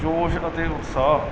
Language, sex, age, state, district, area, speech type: Punjabi, male, 30-45, Punjab, Barnala, rural, spontaneous